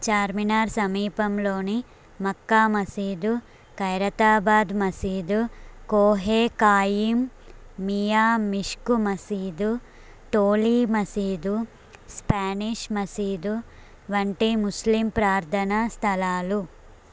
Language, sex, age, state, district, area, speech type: Telugu, female, 18-30, Telangana, Suryapet, urban, read